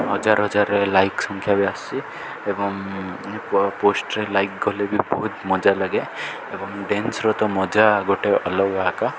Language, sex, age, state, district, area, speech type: Odia, male, 18-30, Odisha, Koraput, urban, spontaneous